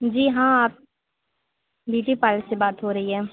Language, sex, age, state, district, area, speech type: Urdu, female, 60+, Uttar Pradesh, Lucknow, urban, conversation